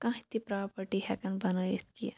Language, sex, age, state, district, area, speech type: Kashmiri, female, 18-30, Jammu and Kashmir, Shopian, rural, spontaneous